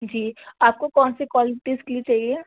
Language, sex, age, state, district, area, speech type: Urdu, female, 18-30, Delhi, North West Delhi, urban, conversation